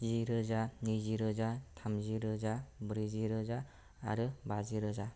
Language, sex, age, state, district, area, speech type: Bodo, male, 18-30, Assam, Kokrajhar, rural, spontaneous